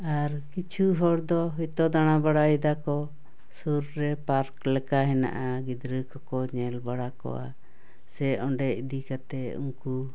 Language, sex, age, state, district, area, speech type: Santali, female, 60+, West Bengal, Paschim Bardhaman, urban, spontaneous